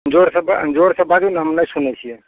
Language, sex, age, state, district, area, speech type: Maithili, male, 45-60, Bihar, Madhepura, rural, conversation